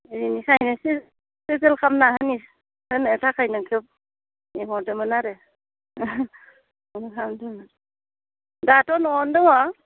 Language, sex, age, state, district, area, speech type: Bodo, female, 30-45, Assam, Udalguri, rural, conversation